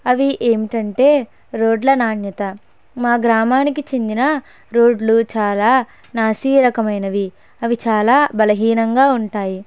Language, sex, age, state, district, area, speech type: Telugu, female, 30-45, Andhra Pradesh, Konaseema, rural, spontaneous